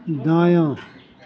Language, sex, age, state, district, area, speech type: Maithili, male, 45-60, Bihar, Madhepura, rural, read